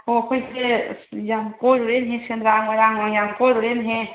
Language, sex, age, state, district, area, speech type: Manipuri, female, 45-60, Manipur, Bishnupur, rural, conversation